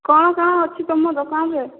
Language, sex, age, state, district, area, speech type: Odia, female, 18-30, Odisha, Boudh, rural, conversation